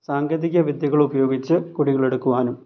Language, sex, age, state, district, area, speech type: Malayalam, male, 30-45, Kerala, Thiruvananthapuram, rural, spontaneous